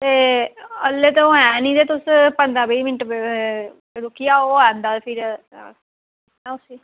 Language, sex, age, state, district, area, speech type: Dogri, female, 18-30, Jammu and Kashmir, Udhampur, rural, conversation